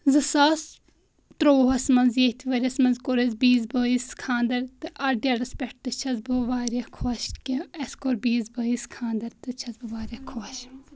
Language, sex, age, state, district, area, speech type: Kashmiri, female, 18-30, Jammu and Kashmir, Kulgam, rural, spontaneous